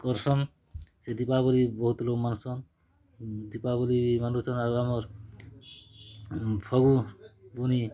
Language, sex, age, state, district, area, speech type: Odia, male, 45-60, Odisha, Kalahandi, rural, spontaneous